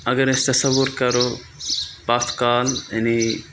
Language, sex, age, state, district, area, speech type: Kashmiri, male, 18-30, Jammu and Kashmir, Budgam, rural, spontaneous